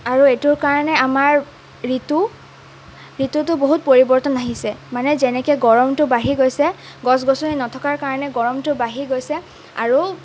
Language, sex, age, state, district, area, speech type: Assamese, female, 18-30, Assam, Sonitpur, rural, spontaneous